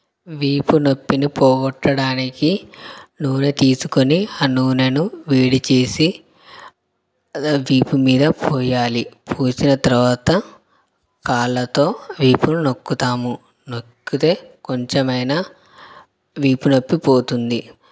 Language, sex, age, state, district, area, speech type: Telugu, male, 18-30, Telangana, Karimnagar, rural, spontaneous